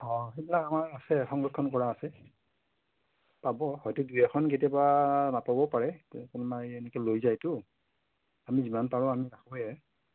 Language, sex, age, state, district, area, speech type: Assamese, female, 60+, Assam, Morigaon, urban, conversation